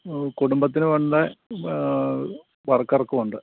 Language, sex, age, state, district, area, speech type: Malayalam, male, 45-60, Kerala, Kottayam, rural, conversation